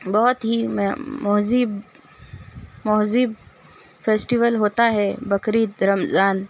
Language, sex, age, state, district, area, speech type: Urdu, female, 30-45, Telangana, Hyderabad, urban, spontaneous